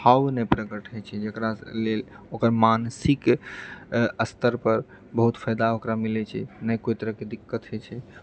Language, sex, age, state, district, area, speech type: Maithili, male, 45-60, Bihar, Purnia, rural, spontaneous